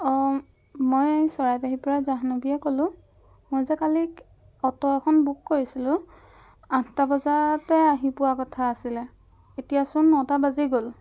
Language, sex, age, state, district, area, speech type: Assamese, female, 18-30, Assam, Jorhat, urban, spontaneous